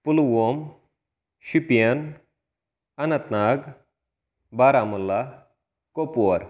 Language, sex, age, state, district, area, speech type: Kashmiri, male, 18-30, Jammu and Kashmir, Pulwama, urban, spontaneous